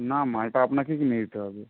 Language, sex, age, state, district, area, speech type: Bengali, male, 18-30, West Bengal, Jhargram, rural, conversation